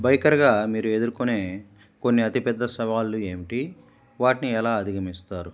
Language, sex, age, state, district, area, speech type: Telugu, male, 45-60, Andhra Pradesh, Kadapa, rural, spontaneous